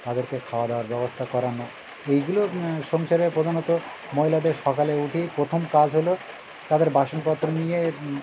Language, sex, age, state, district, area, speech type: Bengali, male, 60+, West Bengal, Birbhum, urban, spontaneous